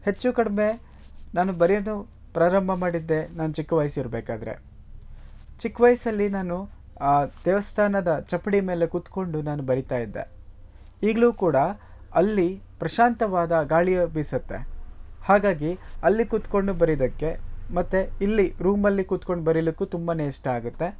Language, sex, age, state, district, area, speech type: Kannada, male, 18-30, Karnataka, Shimoga, rural, spontaneous